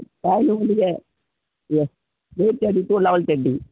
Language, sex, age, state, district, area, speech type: Tamil, male, 18-30, Tamil Nadu, Cuddalore, rural, conversation